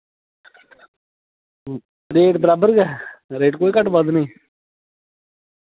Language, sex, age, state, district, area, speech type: Dogri, male, 18-30, Jammu and Kashmir, Samba, rural, conversation